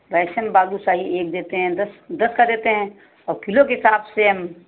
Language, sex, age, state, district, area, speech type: Hindi, female, 60+, Uttar Pradesh, Sitapur, rural, conversation